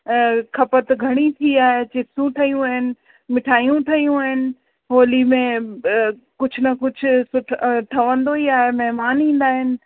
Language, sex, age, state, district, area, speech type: Sindhi, female, 45-60, Uttar Pradesh, Lucknow, urban, conversation